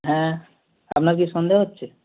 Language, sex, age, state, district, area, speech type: Bengali, male, 45-60, West Bengal, Dakshin Dinajpur, rural, conversation